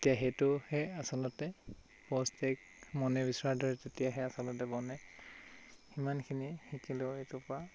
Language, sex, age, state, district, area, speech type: Assamese, male, 18-30, Assam, Tinsukia, urban, spontaneous